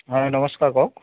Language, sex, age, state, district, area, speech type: Assamese, male, 30-45, Assam, Golaghat, urban, conversation